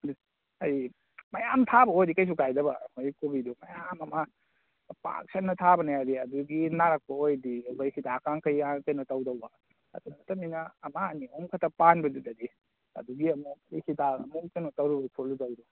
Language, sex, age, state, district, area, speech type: Manipuri, male, 30-45, Manipur, Kakching, rural, conversation